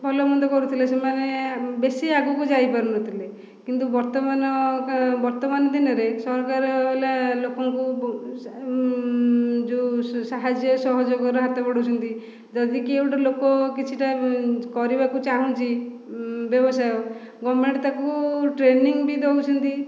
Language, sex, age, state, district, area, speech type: Odia, female, 45-60, Odisha, Khordha, rural, spontaneous